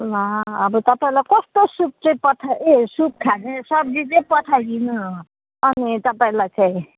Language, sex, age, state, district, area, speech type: Nepali, female, 30-45, West Bengal, Kalimpong, rural, conversation